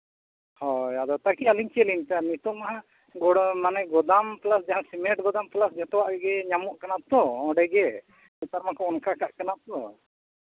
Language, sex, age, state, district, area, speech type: Santali, male, 30-45, Jharkhand, East Singhbhum, rural, conversation